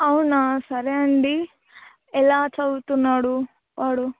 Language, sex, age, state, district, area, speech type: Telugu, female, 18-30, Telangana, Vikarabad, urban, conversation